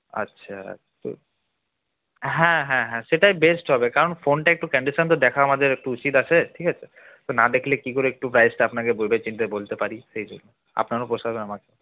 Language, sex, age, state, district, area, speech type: Bengali, male, 18-30, West Bengal, Paschim Bardhaman, rural, conversation